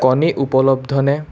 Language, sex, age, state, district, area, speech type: Assamese, male, 30-45, Assam, Nalbari, rural, read